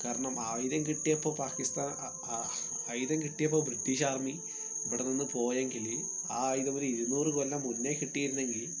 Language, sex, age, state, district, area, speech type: Malayalam, male, 18-30, Kerala, Wayanad, rural, spontaneous